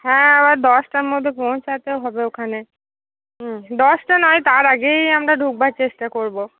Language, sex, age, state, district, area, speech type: Bengali, female, 30-45, West Bengal, Cooch Behar, rural, conversation